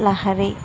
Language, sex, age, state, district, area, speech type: Telugu, female, 18-30, Telangana, Karimnagar, rural, spontaneous